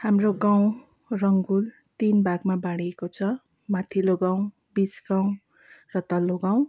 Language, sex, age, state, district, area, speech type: Nepali, female, 30-45, West Bengal, Darjeeling, rural, spontaneous